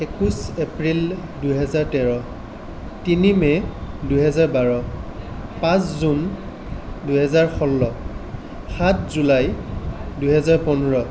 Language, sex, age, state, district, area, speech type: Assamese, male, 18-30, Assam, Nalbari, rural, spontaneous